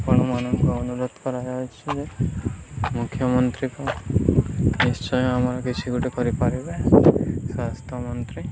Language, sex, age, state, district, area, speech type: Odia, male, 18-30, Odisha, Nuapada, urban, spontaneous